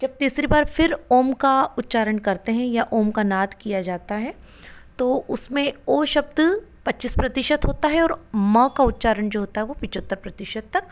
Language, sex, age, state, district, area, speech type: Hindi, female, 30-45, Madhya Pradesh, Ujjain, urban, spontaneous